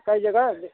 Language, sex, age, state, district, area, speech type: Hindi, male, 60+, Uttar Pradesh, Mirzapur, urban, conversation